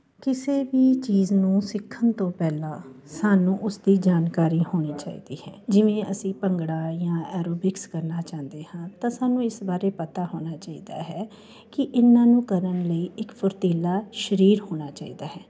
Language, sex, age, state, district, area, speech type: Punjabi, female, 45-60, Punjab, Jalandhar, urban, spontaneous